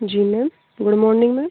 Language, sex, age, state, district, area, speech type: Hindi, female, 18-30, Rajasthan, Bharatpur, rural, conversation